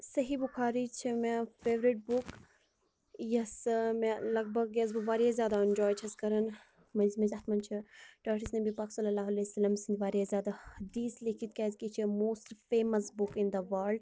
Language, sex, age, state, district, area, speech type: Kashmiri, female, 18-30, Jammu and Kashmir, Anantnag, rural, spontaneous